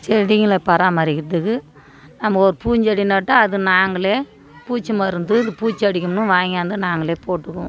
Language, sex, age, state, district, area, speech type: Tamil, female, 45-60, Tamil Nadu, Tiruvannamalai, rural, spontaneous